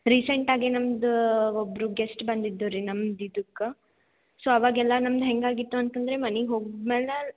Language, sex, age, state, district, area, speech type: Kannada, female, 18-30, Karnataka, Gulbarga, urban, conversation